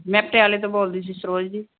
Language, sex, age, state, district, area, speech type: Punjabi, female, 45-60, Punjab, Barnala, urban, conversation